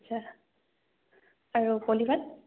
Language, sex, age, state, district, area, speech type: Assamese, female, 45-60, Assam, Biswanath, rural, conversation